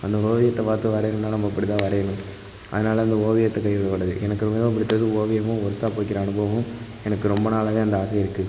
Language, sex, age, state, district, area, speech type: Tamil, male, 18-30, Tamil Nadu, Thanjavur, rural, spontaneous